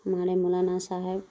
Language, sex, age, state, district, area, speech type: Urdu, female, 30-45, Bihar, Darbhanga, rural, spontaneous